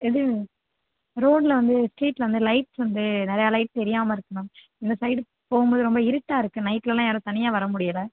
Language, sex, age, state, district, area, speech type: Tamil, female, 18-30, Tamil Nadu, Sivaganga, rural, conversation